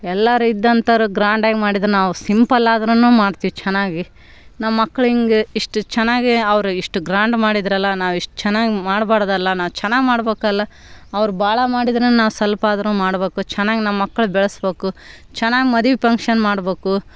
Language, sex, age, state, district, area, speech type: Kannada, female, 30-45, Karnataka, Vijayanagara, rural, spontaneous